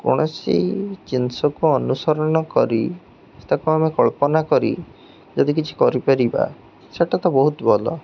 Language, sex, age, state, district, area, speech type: Odia, male, 18-30, Odisha, Jagatsinghpur, rural, spontaneous